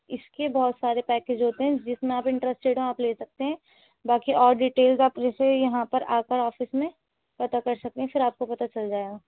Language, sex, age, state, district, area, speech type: Urdu, female, 18-30, Delhi, North West Delhi, urban, conversation